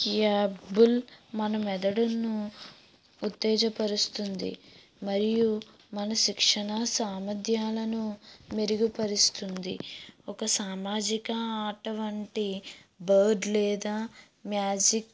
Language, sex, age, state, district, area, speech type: Telugu, female, 18-30, Andhra Pradesh, East Godavari, urban, spontaneous